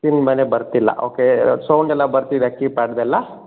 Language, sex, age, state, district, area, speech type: Kannada, male, 30-45, Karnataka, Chikkaballapur, rural, conversation